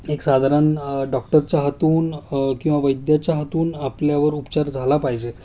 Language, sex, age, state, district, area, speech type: Marathi, male, 30-45, Maharashtra, Ahmednagar, urban, spontaneous